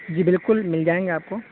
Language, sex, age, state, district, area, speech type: Urdu, male, 18-30, Uttar Pradesh, Saharanpur, urban, conversation